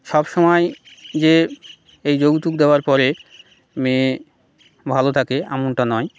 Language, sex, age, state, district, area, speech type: Bengali, male, 30-45, West Bengal, Birbhum, urban, spontaneous